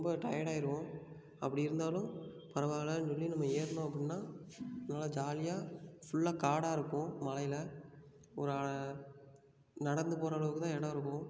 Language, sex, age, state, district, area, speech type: Tamil, male, 18-30, Tamil Nadu, Tiruppur, rural, spontaneous